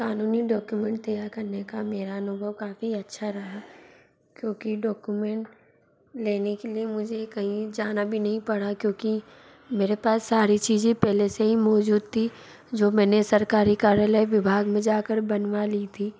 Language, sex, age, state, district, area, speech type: Hindi, female, 30-45, Madhya Pradesh, Bhopal, urban, spontaneous